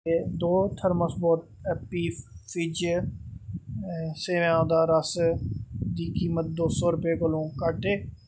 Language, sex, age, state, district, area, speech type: Dogri, male, 30-45, Jammu and Kashmir, Jammu, urban, read